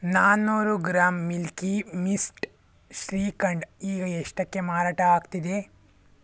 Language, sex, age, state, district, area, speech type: Kannada, male, 18-30, Karnataka, Chikkaballapur, urban, read